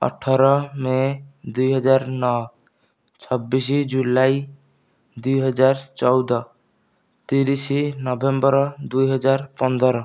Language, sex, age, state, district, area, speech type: Odia, male, 18-30, Odisha, Nayagarh, rural, spontaneous